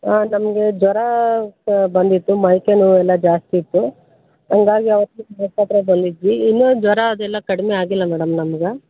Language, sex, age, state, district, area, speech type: Kannada, female, 30-45, Karnataka, Koppal, rural, conversation